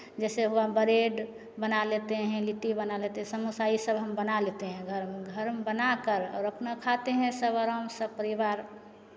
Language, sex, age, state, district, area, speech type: Hindi, female, 45-60, Bihar, Begusarai, urban, spontaneous